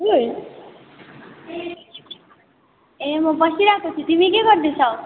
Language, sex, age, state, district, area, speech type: Nepali, female, 18-30, West Bengal, Darjeeling, rural, conversation